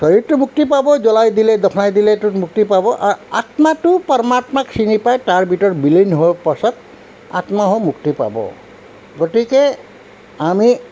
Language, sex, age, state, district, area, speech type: Assamese, male, 60+, Assam, Tinsukia, rural, spontaneous